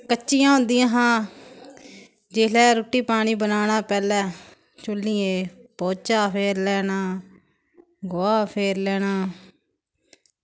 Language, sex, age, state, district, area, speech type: Dogri, female, 30-45, Jammu and Kashmir, Samba, rural, spontaneous